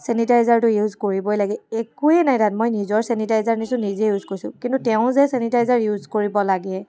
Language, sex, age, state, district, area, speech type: Assamese, female, 30-45, Assam, Charaideo, urban, spontaneous